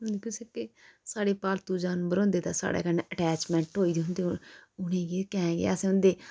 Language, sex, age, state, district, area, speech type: Dogri, female, 30-45, Jammu and Kashmir, Udhampur, rural, spontaneous